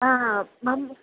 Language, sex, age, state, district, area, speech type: Sanskrit, female, 18-30, Kerala, Kozhikode, rural, conversation